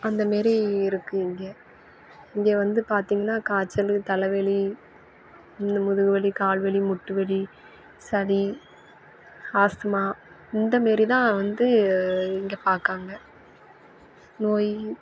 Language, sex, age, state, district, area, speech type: Tamil, female, 18-30, Tamil Nadu, Thoothukudi, urban, spontaneous